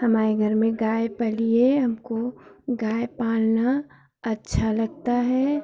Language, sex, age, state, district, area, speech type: Hindi, female, 45-60, Uttar Pradesh, Hardoi, rural, spontaneous